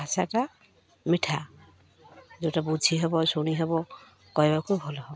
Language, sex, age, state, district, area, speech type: Odia, female, 45-60, Odisha, Malkangiri, urban, spontaneous